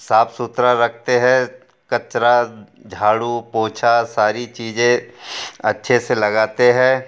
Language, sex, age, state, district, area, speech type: Hindi, male, 60+, Madhya Pradesh, Betul, rural, spontaneous